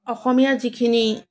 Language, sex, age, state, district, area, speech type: Assamese, female, 45-60, Assam, Biswanath, rural, spontaneous